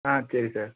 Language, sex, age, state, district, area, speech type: Tamil, male, 18-30, Tamil Nadu, Thanjavur, rural, conversation